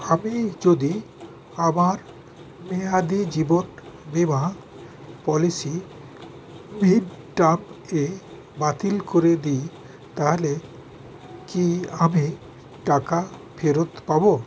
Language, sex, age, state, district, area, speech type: Bengali, male, 60+, West Bengal, Howrah, urban, read